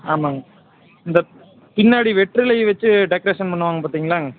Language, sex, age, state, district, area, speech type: Tamil, male, 18-30, Tamil Nadu, Madurai, rural, conversation